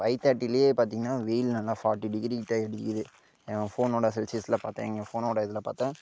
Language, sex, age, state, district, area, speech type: Tamil, male, 18-30, Tamil Nadu, Karur, rural, spontaneous